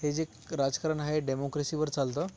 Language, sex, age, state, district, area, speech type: Marathi, male, 30-45, Maharashtra, Thane, urban, spontaneous